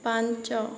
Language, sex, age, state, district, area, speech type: Odia, female, 30-45, Odisha, Boudh, rural, read